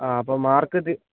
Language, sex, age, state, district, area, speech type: Malayalam, male, 30-45, Kerala, Kozhikode, urban, conversation